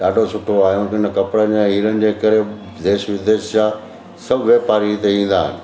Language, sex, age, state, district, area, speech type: Sindhi, male, 60+, Gujarat, Surat, urban, spontaneous